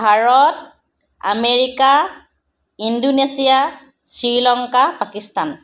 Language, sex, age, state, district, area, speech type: Assamese, female, 60+, Assam, Charaideo, urban, spontaneous